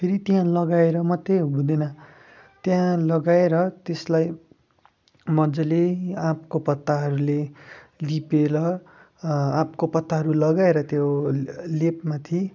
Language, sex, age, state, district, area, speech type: Nepali, male, 45-60, West Bengal, Darjeeling, rural, spontaneous